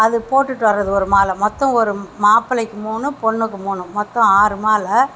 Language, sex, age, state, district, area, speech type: Tamil, female, 60+, Tamil Nadu, Mayiladuthurai, rural, spontaneous